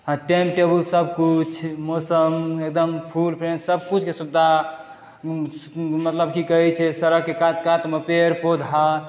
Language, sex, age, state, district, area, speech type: Maithili, male, 18-30, Bihar, Supaul, rural, spontaneous